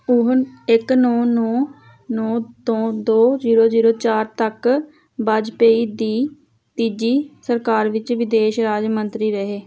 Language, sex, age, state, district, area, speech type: Punjabi, female, 18-30, Punjab, Hoshiarpur, rural, read